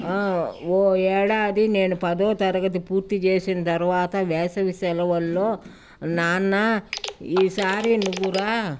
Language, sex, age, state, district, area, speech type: Telugu, female, 60+, Telangana, Ranga Reddy, rural, spontaneous